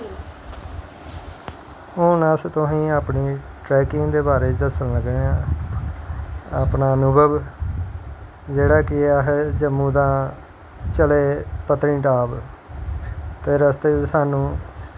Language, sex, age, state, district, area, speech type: Dogri, male, 45-60, Jammu and Kashmir, Jammu, rural, spontaneous